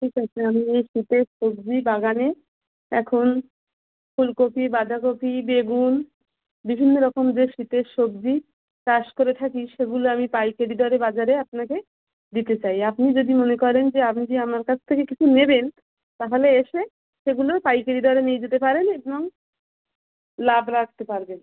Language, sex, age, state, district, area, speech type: Bengali, female, 30-45, West Bengal, Dakshin Dinajpur, urban, conversation